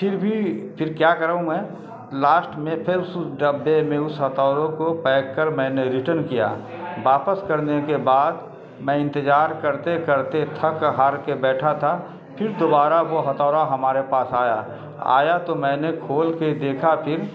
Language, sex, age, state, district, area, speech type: Urdu, male, 45-60, Bihar, Darbhanga, urban, spontaneous